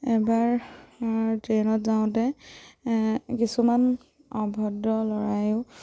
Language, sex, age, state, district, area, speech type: Assamese, female, 18-30, Assam, Dibrugarh, rural, spontaneous